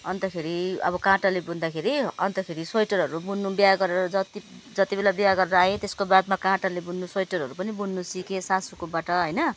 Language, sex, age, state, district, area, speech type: Nepali, female, 30-45, West Bengal, Jalpaiguri, urban, spontaneous